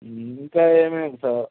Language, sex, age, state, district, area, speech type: Telugu, male, 30-45, Andhra Pradesh, Anantapur, rural, conversation